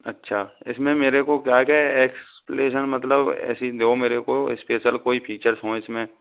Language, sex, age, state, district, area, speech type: Hindi, male, 45-60, Rajasthan, Karauli, rural, conversation